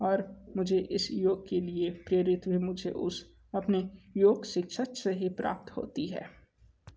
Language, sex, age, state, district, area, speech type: Hindi, male, 18-30, Uttar Pradesh, Sonbhadra, rural, spontaneous